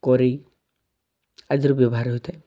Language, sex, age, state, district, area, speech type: Odia, male, 18-30, Odisha, Balasore, rural, spontaneous